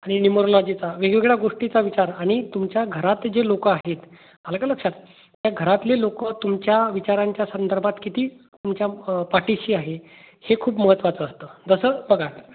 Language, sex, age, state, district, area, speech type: Marathi, male, 30-45, Maharashtra, Amravati, rural, conversation